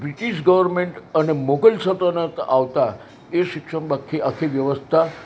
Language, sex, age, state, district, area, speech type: Gujarati, male, 60+, Gujarat, Narmada, urban, spontaneous